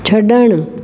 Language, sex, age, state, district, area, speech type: Sindhi, female, 45-60, Delhi, South Delhi, urban, read